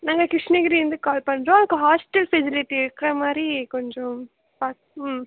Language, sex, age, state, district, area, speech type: Tamil, female, 18-30, Tamil Nadu, Krishnagiri, rural, conversation